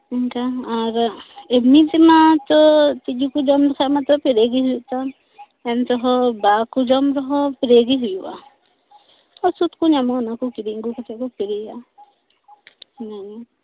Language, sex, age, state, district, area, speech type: Santali, female, 30-45, West Bengal, Birbhum, rural, conversation